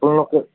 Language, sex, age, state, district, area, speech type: Assamese, male, 30-45, Assam, Udalguri, rural, conversation